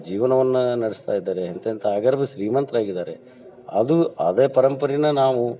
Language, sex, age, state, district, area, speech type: Kannada, male, 45-60, Karnataka, Dharwad, urban, spontaneous